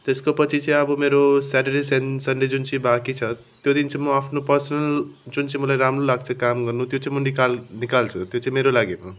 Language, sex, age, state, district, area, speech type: Nepali, male, 45-60, West Bengal, Darjeeling, rural, spontaneous